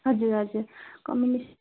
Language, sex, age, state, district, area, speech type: Nepali, female, 18-30, West Bengal, Darjeeling, rural, conversation